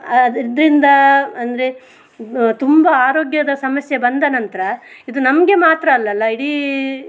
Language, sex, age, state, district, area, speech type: Kannada, female, 30-45, Karnataka, Dakshina Kannada, rural, spontaneous